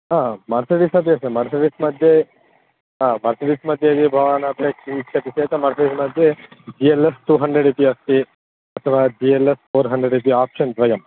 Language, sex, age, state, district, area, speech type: Sanskrit, male, 18-30, Andhra Pradesh, Guntur, urban, conversation